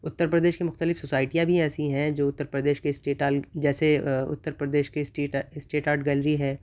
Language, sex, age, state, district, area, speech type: Urdu, male, 30-45, Uttar Pradesh, Gautam Buddha Nagar, urban, spontaneous